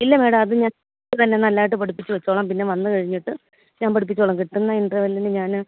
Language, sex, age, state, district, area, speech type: Malayalam, female, 45-60, Kerala, Pathanamthitta, rural, conversation